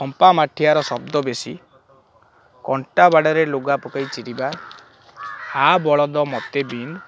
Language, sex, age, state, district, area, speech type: Odia, male, 18-30, Odisha, Kendrapara, urban, spontaneous